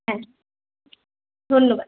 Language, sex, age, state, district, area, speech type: Bengali, female, 30-45, West Bengal, Purulia, rural, conversation